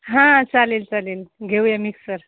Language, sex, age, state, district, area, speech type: Marathi, female, 30-45, Maharashtra, Ratnagiri, rural, conversation